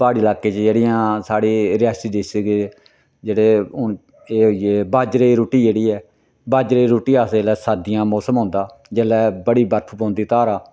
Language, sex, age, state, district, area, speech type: Dogri, male, 60+, Jammu and Kashmir, Reasi, rural, spontaneous